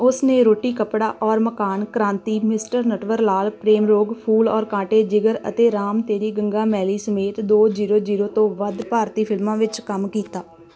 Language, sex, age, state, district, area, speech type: Punjabi, female, 18-30, Punjab, Tarn Taran, rural, read